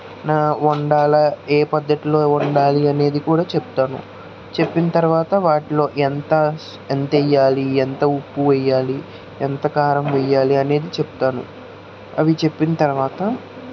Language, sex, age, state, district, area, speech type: Telugu, male, 45-60, Andhra Pradesh, West Godavari, rural, spontaneous